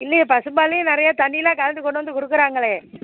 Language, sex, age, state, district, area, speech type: Tamil, female, 60+, Tamil Nadu, Mayiladuthurai, urban, conversation